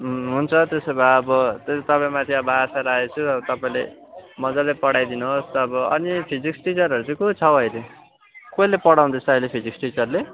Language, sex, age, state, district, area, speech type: Nepali, male, 18-30, West Bengal, Kalimpong, rural, conversation